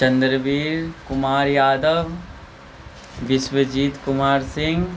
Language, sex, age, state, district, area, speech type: Maithili, male, 18-30, Bihar, Muzaffarpur, rural, spontaneous